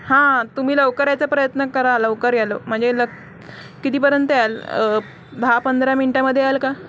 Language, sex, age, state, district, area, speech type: Marathi, female, 18-30, Maharashtra, Mumbai Suburban, urban, spontaneous